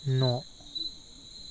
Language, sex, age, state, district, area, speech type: Bodo, male, 30-45, Assam, Chirang, urban, read